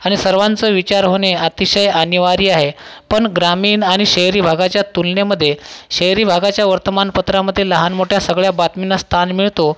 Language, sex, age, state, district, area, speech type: Marathi, male, 30-45, Maharashtra, Washim, rural, spontaneous